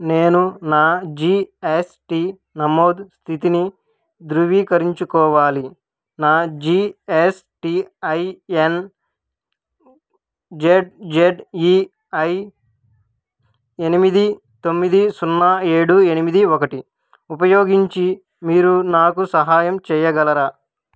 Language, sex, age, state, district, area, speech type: Telugu, male, 18-30, Andhra Pradesh, Krishna, urban, read